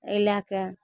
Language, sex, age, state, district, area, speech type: Maithili, female, 30-45, Bihar, Araria, rural, spontaneous